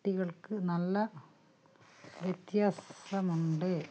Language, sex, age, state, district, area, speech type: Malayalam, female, 60+, Kerala, Wayanad, rural, spontaneous